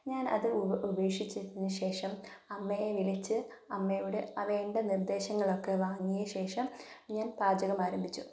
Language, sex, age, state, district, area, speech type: Malayalam, female, 18-30, Kerala, Wayanad, rural, spontaneous